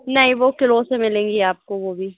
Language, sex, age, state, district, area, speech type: Hindi, female, 18-30, Madhya Pradesh, Hoshangabad, urban, conversation